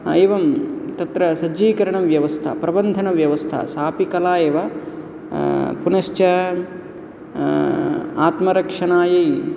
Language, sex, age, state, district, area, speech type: Sanskrit, male, 18-30, Andhra Pradesh, Guntur, urban, spontaneous